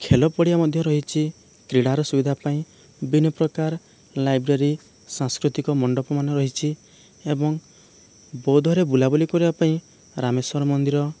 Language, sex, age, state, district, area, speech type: Odia, male, 18-30, Odisha, Boudh, rural, spontaneous